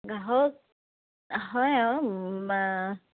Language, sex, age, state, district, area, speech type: Assamese, female, 30-45, Assam, Charaideo, rural, conversation